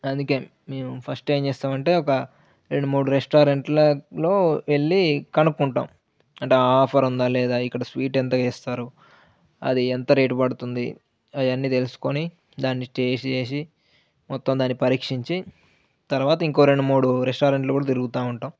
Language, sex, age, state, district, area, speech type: Telugu, male, 18-30, Telangana, Jangaon, rural, spontaneous